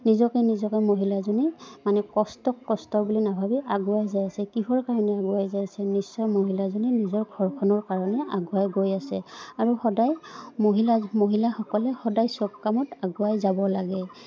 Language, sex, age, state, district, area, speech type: Assamese, female, 30-45, Assam, Udalguri, rural, spontaneous